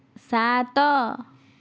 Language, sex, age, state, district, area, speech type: Odia, female, 60+, Odisha, Kandhamal, rural, read